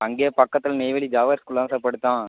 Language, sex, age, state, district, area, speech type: Tamil, male, 18-30, Tamil Nadu, Cuddalore, rural, conversation